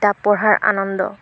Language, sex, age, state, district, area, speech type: Assamese, female, 45-60, Assam, Golaghat, rural, spontaneous